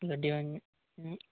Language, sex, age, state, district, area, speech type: Santali, male, 18-30, West Bengal, Birbhum, rural, conversation